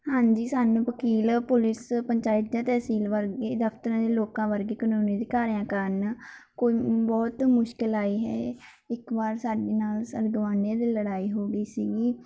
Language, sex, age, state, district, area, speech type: Punjabi, female, 18-30, Punjab, Mansa, rural, spontaneous